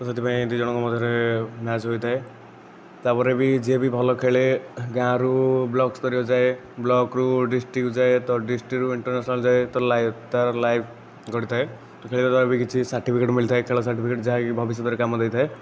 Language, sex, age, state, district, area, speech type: Odia, male, 18-30, Odisha, Nayagarh, rural, spontaneous